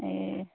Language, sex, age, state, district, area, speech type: Nepali, female, 45-60, West Bengal, Darjeeling, rural, conversation